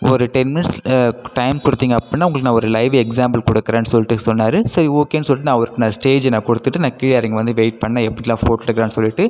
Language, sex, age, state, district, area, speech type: Tamil, male, 18-30, Tamil Nadu, Cuddalore, rural, spontaneous